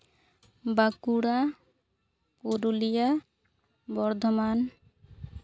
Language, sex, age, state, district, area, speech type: Santali, female, 18-30, West Bengal, Purba Bardhaman, rural, spontaneous